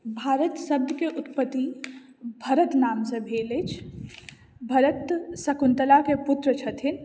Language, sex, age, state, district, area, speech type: Maithili, female, 60+, Bihar, Madhubani, rural, spontaneous